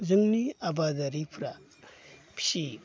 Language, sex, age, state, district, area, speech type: Bodo, male, 45-60, Assam, Baksa, urban, spontaneous